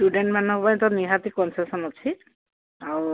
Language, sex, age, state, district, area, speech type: Odia, female, 60+, Odisha, Gajapati, rural, conversation